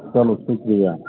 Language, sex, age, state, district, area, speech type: Kashmiri, male, 60+, Jammu and Kashmir, Baramulla, rural, conversation